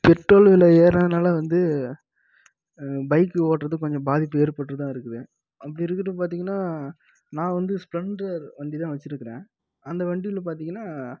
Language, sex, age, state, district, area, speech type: Tamil, male, 18-30, Tamil Nadu, Krishnagiri, rural, spontaneous